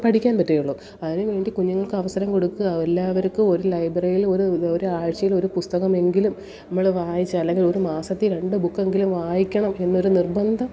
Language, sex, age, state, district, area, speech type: Malayalam, female, 30-45, Kerala, Kollam, rural, spontaneous